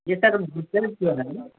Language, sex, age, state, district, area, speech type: Urdu, female, 30-45, Uttar Pradesh, Gautam Buddha Nagar, rural, conversation